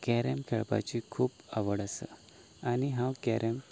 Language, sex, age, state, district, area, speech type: Goan Konkani, male, 18-30, Goa, Canacona, rural, spontaneous